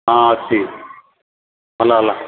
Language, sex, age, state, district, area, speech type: Odia, male, 60+, Odisha, Sundergarh, urban, conversation